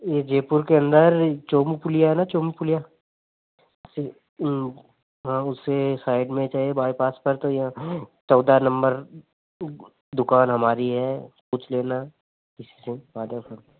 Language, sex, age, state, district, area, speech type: Hindi, male, 18-30, Rajasthan, Nagaur, rural, conversation